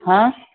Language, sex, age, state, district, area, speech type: Marathi, female, 30-45, Maharashtra, Nagpur, rural, conversation